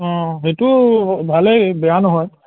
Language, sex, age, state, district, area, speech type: Assamese, male, 30-45, Assam, Charaideo, urban, conversation